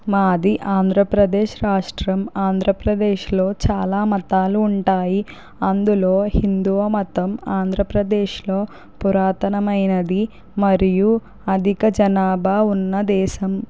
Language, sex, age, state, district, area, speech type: Telugu, female, 45-60, Andhra Pradesh, Kakinada, rural, spontaneous